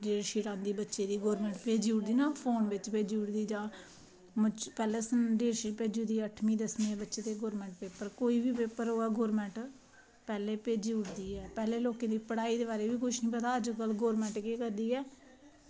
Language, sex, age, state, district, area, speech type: Dogri, female, 18-30, Jammu and Kashmir, Samba, rural, spontaneous